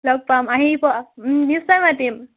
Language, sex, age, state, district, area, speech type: Assamese, female, 30-45, Assam, Biswanath, rural, conversation